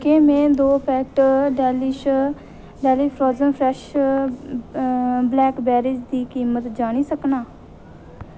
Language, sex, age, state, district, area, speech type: Dogri, female, 18-30, Jammu and Kashmir, Reasi, rural, read